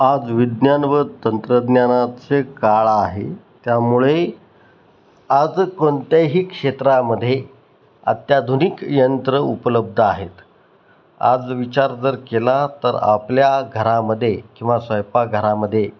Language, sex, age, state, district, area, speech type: Marathi, male, 30-45, Maharashtra, Osmanabad, rural, spontaneous